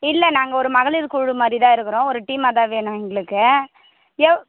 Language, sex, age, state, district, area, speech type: Tamil, female, 18-30, Tamil Nadu, Tiruvannamalai, rural, conversation